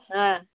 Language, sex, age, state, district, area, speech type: Bengali, female, 45-60, West Bengal, Cooch Behar, urban, conversation